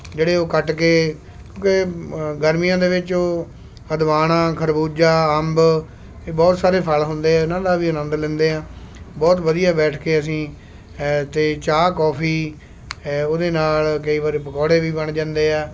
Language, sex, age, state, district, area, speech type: Punjabi, male, 45-60, Punjab, Shaheed Bhagat Singh Nagar, rural, spontaneous